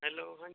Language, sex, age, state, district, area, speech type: Punjabi, male, 30-45, Punjab, Bathinda, urban, conversation